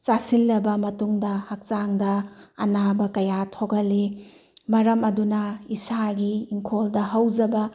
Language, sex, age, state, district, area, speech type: Manipuri, female, 45-60, Manipur, Tengnoupal, rural, spontaneous